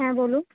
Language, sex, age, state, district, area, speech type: Bengali, female, 30-45, West Bengal, Hooghly, urban, conversation